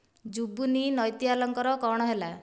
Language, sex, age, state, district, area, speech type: Odia, female, 30-45, Odisha, Dhenkanal, rural, read